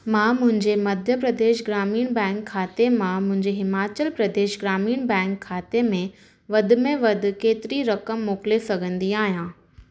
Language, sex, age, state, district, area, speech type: Sindhi, female, 18-30, Maharashtra, Thane, urban, read